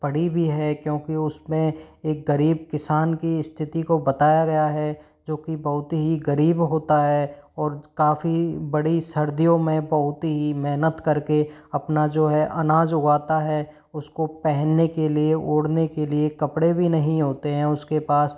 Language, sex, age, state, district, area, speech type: Hindi, male, 45-60, Rajasthan, Karauli, rural, spontaneous